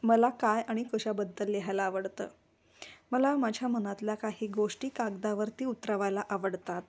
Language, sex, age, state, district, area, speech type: Marathi, female, 45-60, Maharashtra, Kolhapur, urban, spontaneous